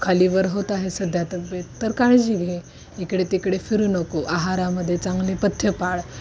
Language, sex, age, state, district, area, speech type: Marathi, female, 18-30, Maharashtra, Osmanabad, rural, spontaneous